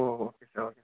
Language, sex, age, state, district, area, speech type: Tamil, male, 18-30, Tamil Nadu, Thanjavur, rural, conversation